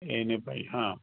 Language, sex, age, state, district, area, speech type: Marathi, male, 60+, Maharashtra, Kolhapur, urban, conversation